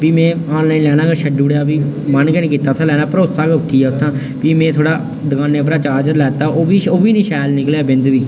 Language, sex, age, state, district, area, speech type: Dogri, male, 18-30, Jammu and Kashmir, Udhampur, rural, spontaneous